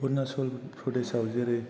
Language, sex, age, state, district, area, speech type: Bodo, male, 18-30, Assam, Chirang, rural, spontaneous